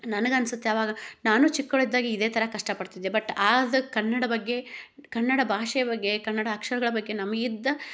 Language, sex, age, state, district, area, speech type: Kannada, female, 30-45, Karnataka, Gadag, rural, spontaneous